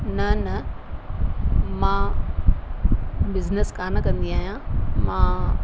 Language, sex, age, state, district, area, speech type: Sindhi, female, 60+, Rajasthan, Ajmer, urban, spontaneous